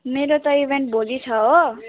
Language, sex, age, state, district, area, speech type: Nepali, female, 18-30, West Bengal, Alipurduar, urban, conversation